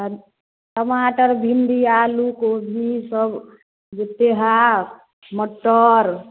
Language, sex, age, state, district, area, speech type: Maithili, female, 30-45, Bihar, Samastipur, urban, conversation